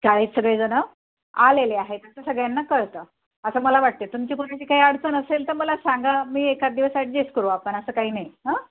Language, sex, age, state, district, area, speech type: Marathi, female, 45-60, Maharashtra, Nanded, rural, conversation